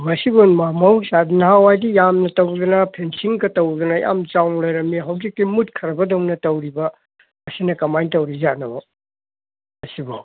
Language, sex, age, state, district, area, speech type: Manipuri, male, 60+, Manipur, Kangpokpi, urban, conversation